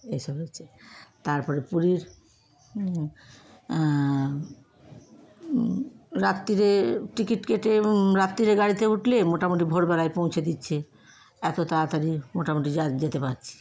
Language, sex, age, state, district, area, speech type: Bengali, female, 30-45, West Bengal, Howrah, urban, spontaneous